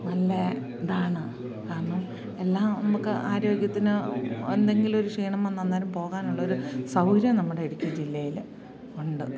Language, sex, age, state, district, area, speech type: Malayalam, female, 45-60, Kerala, Idukki, rural, spontaneous